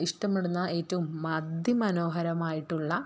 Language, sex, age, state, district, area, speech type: Malayalam, female, 30-45, Kerala, Thrissur, rural, spontaneous